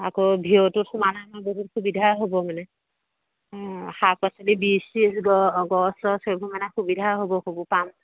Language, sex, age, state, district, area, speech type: Assamese, female, 45-60, Assam, Majuli, urban, conversation